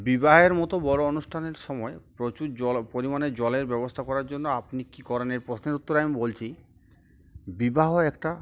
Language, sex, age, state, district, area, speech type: Bengali, male, 45-60, West Bengal, Uttar Dinajpur, urban, spontaneous